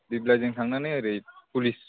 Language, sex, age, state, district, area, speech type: Bodo, male, 18-30, Assam, Kokrajhar, rural, conversation